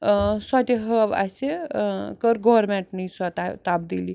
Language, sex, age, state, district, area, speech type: Kashmiri, female, 60+, Jammu and Kashmir, Srinagar, urban, spontaneous